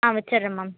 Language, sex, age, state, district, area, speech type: Tamil, female, 18-30, Tamil Nadu, Vellore, urban, conversation